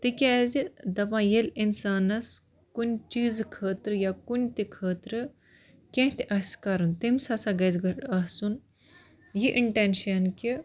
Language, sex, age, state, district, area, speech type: Kashmiri, female, 18-30, Jammu and Kashmir, Baramulla, rural, spontaneous